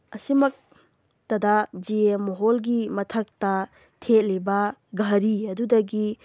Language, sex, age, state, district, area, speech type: Manipuri, female, 30-45, Manipur, Tengnoupal, rural, spontaneous